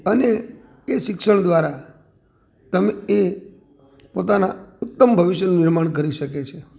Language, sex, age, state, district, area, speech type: Gujarati, male, 45-60, Gujarat, Amreli, rural, spontaneous